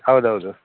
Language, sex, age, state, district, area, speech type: Kannada, male, 30-45, Karnataka, Udupi, rural, conversation